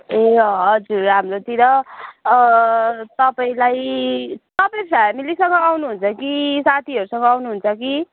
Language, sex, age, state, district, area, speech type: Nepali, female, 60+, West Bengal, Kalimpong, rural, conversation